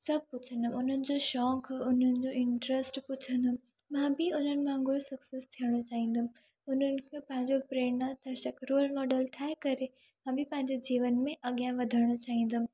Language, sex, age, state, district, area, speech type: Sindhi, female, 18-30, Gujarat, Surat, urban, spontaneous